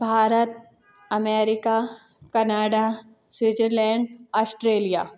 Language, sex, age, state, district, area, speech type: Hindi, female, 30-45, Madhya Pradesh, Katni, urban, spontaneous